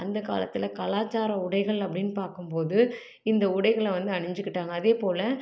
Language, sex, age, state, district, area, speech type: Tamil, female, 30-45, Tamil Nadu, Salem, urban, spontaneous